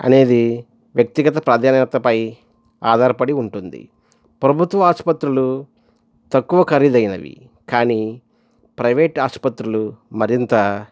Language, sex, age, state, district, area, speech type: Telugu, male, 45-60, Andhra Pradesh, East Godavari, rural, spontaneous